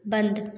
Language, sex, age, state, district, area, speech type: Hindi, female, 18-30, Madhya Pradesh, Gwalior, rural, read